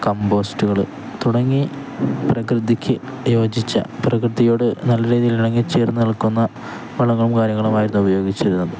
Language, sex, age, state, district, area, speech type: Malayalam, male, 18-30, Kerala, Kozhikode, rural, spontaneous